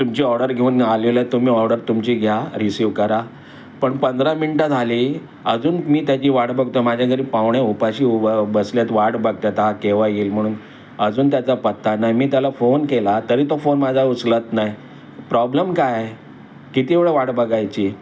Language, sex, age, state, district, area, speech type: Marathi, male, 60+, Maharashtra, Mumbai Suburban, urban, spontaneous